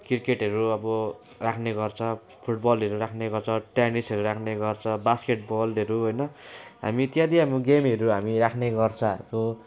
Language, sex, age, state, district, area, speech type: Nepali, male, 18-30, West Bengal, Jalpaiguri, rural, spontaneous